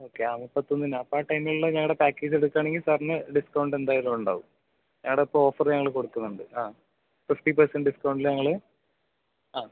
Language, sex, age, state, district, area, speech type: Malayalam, male, 18-30, Kerala, Thrissur, rural, conversation